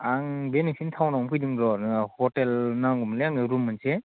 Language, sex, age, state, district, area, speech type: Bodo, male, 30-45, Assam, Baksa, urban, conversation